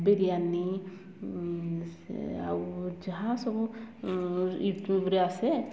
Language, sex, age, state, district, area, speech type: Odia, female, 30-45, Odisha, Mayurbhanj, rural, spontaneous